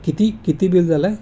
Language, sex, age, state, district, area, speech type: Marathi, male, 30-45, Maharashtra, Ahmednagar, urban, spontaneous